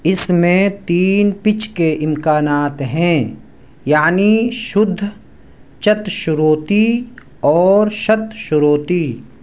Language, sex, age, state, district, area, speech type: Urdu, male, 18-30, Uttar Pradesh, Siddharthnagar, rural, read